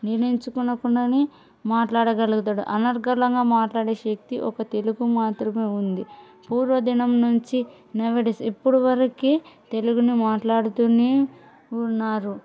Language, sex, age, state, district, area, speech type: Telugu, female, 30-45, Andhra Pradesh, Kurnool, rural, spontaneous